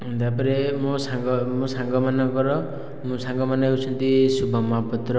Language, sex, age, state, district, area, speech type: Odia, male, 18-30, Odisha, Khordha, rural, spontaneous